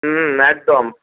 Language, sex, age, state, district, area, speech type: Bengali, male, 30-45, West Bengal, Paschim Bardhaman, urban, conversation